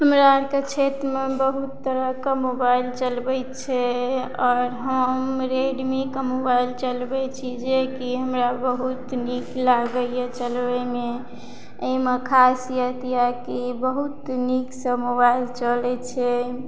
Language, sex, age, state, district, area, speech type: Maithili, female, 30-45, Bihar, Madhubani, rural, spontaneous